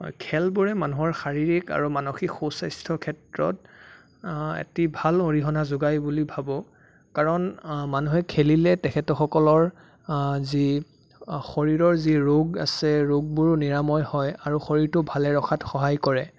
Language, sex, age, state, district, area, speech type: Assamese, male, 18-30, Assam, Sonitpur, urban, spontaneous